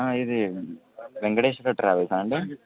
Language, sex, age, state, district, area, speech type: Telugu, male, 18-30, Telangana, Warangal, urban, conversation